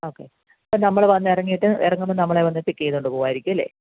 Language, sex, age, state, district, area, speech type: Malayalam, female, 45-60, Kerala, Pathanamthitta, rural, conversation